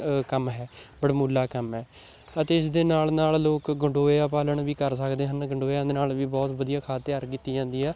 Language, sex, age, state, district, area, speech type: Punjabi, male, 18-30, Punjab, Patiala, rural, spontaneous